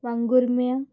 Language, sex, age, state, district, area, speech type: Goan Konkani, female, 18-30, Goa, Murmgao, urban, spontaneous